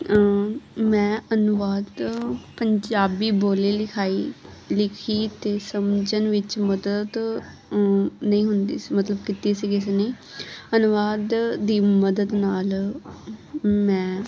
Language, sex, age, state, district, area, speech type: Punjabi, female, 18-30, Punjab, Muktsar, urban, spontaneous